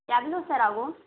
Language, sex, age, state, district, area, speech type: Tamil, female, 18-30, Tamil Nadu, Mayiladuthurai, urban, conversation